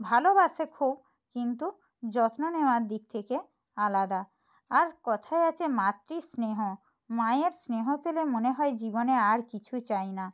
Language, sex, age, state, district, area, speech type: Bengali, female, 45-60, West Bengal, Nadia, rural, spontaneous